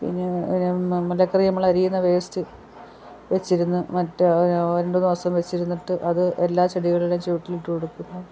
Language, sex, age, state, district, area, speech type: Malayalam, female, 45-60, Kerala, Kollam, rural, spontaneous